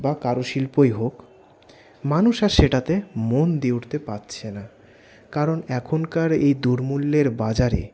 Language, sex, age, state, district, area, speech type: Bengali, male, 18-30, West Bengal, Paschim Bardhaman, urban, spontaneous